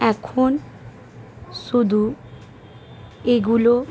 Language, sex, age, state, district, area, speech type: Bengali, female, 18-30, West Bengal, Howrah, urban, spontaneous